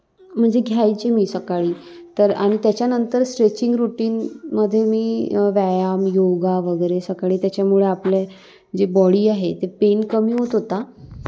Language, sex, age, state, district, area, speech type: Marathi, female, 18-30, Maharashtra, Wardha, urban, spontaneous